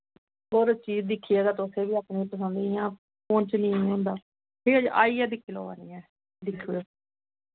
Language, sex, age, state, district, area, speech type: Dogri, female, 30-45, Jammu and Kashmir, Samba, urban, conversation